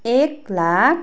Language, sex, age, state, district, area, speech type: Nepali, female, 30-45, West Bengal, Darjeeling, rural, spontaneous